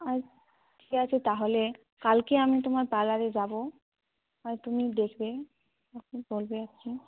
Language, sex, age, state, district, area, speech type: Bengali, female, 18-30, West Bengal, Jhargram, rural, conversation